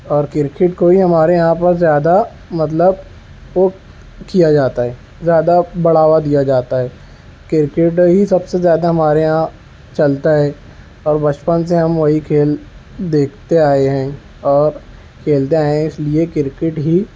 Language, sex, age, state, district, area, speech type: Urdu, male, 18-30, Maharashtra, Nashik, urban, spontaneous